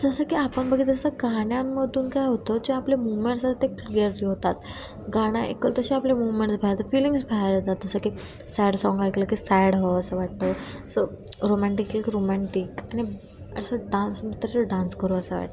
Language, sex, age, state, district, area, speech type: Marathi, female, 18-30, Maharashtra, Satara, rural, spontaneous